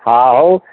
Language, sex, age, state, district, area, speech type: Odia, male, 60+, Odisha, Gajapati, rural, conversation